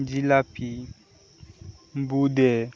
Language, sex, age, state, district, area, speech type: Bengali, male, 18-30, West Bengal, Birbhum, urban, spontaneous